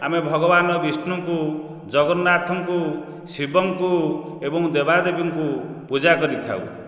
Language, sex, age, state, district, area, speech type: Odia, male, 45-60, Odisha, Nayagarh, rural, spontaneous